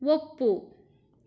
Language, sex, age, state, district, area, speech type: Kannada, female, 18-30, Karnataka, Shimoga, rural, read